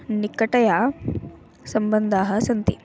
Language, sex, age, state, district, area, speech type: Sanskrit, female, 18-30, Andhra Pradesh, Eluru, rural, spontaneous